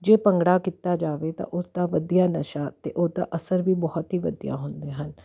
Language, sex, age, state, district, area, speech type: Punjabi, female, 30-45, Punjab, Jalandhar, urban, spontaneous